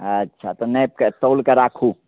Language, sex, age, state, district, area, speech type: Maithili, male, 60+, Bihar, Madhepura, rural, conversation